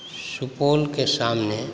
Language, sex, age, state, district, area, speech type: Maithili, male, 45-60, Bihar, Supaul, rural, spontaneous